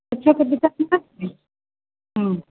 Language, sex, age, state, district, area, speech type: Maithili, female, 18-30, Bihar, Sitamarhi, rural, conversation